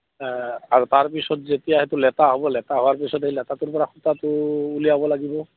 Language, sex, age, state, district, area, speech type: Assamese, male, 45-60, Assam, Barpeta, rural, conversation